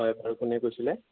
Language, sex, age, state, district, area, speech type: Assamese, male, 30-45, Assam, Sonitpur, rural, conversation